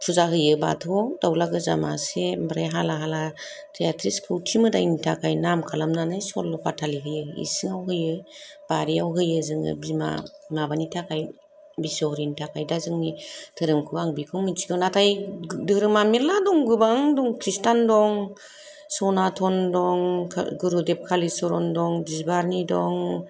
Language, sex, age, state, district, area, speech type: Bodo, female, 30-45, Assam, Kokrajhar, urban, spontaneous